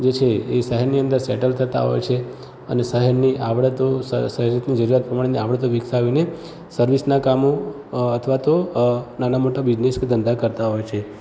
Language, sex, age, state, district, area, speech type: Gujarati, male, 30-45, Gujarat, Ahmedabad, urban, spontaneous